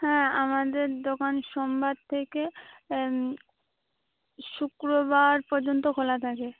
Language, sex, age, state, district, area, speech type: Bengali, female, 18-30, West Bengal, Birbhum, urban, conversation